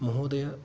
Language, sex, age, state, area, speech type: Sanskrit, male, 18-30, Rajasthan, rural, spontaneous